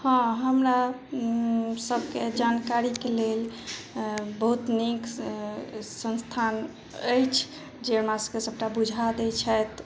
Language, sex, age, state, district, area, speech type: Maithili, female, 45-60, Bihar, Madhubani, rural, spontaneous